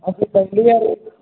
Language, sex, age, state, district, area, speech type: Punjabi, male, 18-30, Punjab, Bathinda, rural, conversation